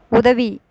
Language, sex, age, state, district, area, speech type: Tamil, female, 30-45, Tamil Nadu, Erode, rural, read